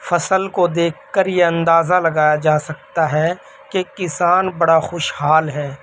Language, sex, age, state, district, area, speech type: Urdu, male, 18-30, Delhi, North West Delhi, urban, spontaneous